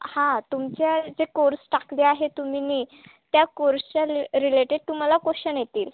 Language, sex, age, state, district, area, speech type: Marathi, female, 18-30, Maharashtra, Wardha, urban, conversation